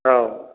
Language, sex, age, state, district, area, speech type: Bodo, male, 60+, Assam, Chirang, rural, conversation